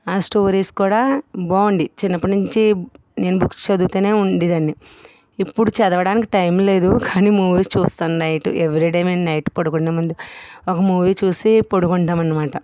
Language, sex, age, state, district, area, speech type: Telugu, female, 45-60, Andhra Pradesh, East Godavari, rural, spontaneous